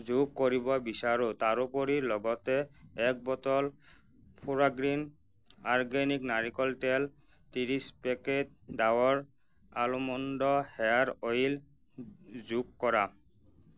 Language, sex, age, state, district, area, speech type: Assamese, male, 30-45, Assam, Nagaon, rural, read